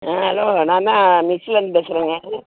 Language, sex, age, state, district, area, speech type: Tamil, female, 60+, Tamil Nadu, Thanjavur, rural, conversation